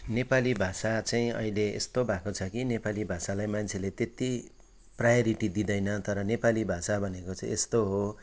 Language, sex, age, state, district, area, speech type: Nepali, male, 45-60, West Bengal, Kalimpong, rural, spontaneous